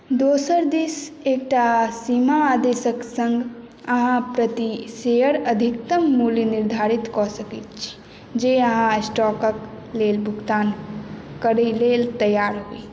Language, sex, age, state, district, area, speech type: Maithili, female, 18-30, Bihar, Madhubani, urban, read